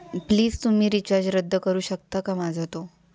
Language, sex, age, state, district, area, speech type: Marathi, female, 18-30, Maharashtra, Ahmednagar, rural, spontaneous